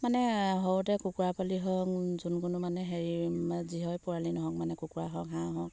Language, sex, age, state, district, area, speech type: Assamese, female, 30-45, Assam, Charaideo, rural, spontaneous